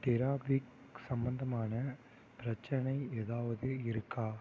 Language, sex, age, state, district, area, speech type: Tamil, male, 18-30, Tamil Nadu, Mayiladuthurai, urban, read